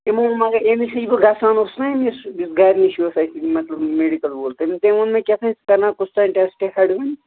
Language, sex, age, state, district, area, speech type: Kashmiri, male, 60+, Jammu and Kashmir, Srinagar, urban, conversation